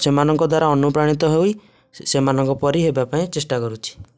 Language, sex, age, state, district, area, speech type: Odia, male, 18-30, Odisha, Nayagarh, rural, spontaneous